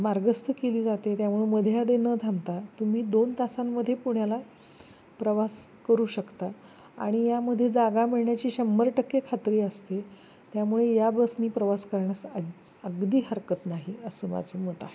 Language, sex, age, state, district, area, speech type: Marathi, female, 45-60, Maharashtra, Satara, urban, spontaneous